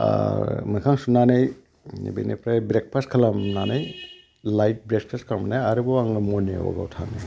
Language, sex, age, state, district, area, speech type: Bodo, male, 60+, Assam, Udalguri, urban, spontaneous